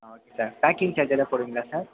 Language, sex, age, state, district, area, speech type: Tamil, male, 18-30, Tamil Nadu, Perambalur, rural, conversation